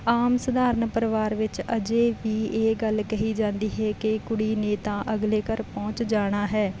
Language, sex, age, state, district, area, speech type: Punjabi, female, 18-30, Punjab, Bathinda, rural, spontaneous